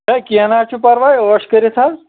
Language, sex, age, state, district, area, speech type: Kashmiri, male, 30-45, Jammu and Kashmir, Anantnag, rural, conversation